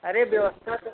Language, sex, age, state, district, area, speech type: Hindi, male, 45-60, Uttar Pradesh, Ayodhya, rural, conversation